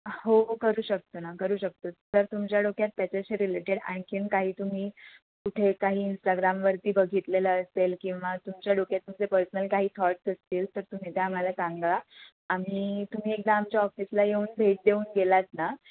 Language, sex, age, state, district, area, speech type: Marathi, female, 18-30, Maharashtra, Ratnagiri, urban, conversation